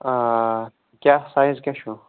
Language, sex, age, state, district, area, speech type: Kashmiri, male, 30-45, Jammu and Kashmir, Kulgam, rural, conversation